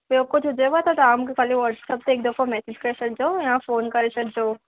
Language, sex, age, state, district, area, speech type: Sindhi, female, 18-30, Maharashtra, Thane, urban, conversation